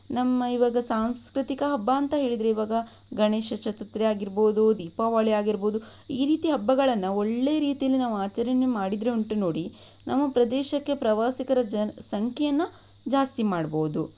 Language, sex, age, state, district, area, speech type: Kannada, female, 18-30, Karnataka, Shimoga, rural, spontaneous